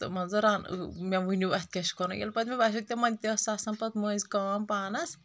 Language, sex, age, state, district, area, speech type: Kashmiri, female, 30-45, Jammu and Kashmir, Anantnag, rural, spontaneous